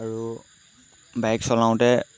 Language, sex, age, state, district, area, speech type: Assamese, male, 18-30, Assam, Lakhimpur, rural, spontaneous